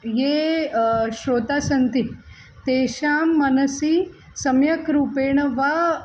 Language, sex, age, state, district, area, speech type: Sanskrit, female, 45-60, Maharashtra, Nagpur, urban, spontaneous